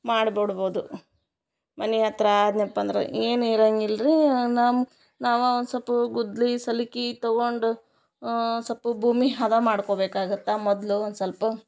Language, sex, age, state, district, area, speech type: Kannada, female, 30-45, Karnataka, Koppal, rural, spontaneous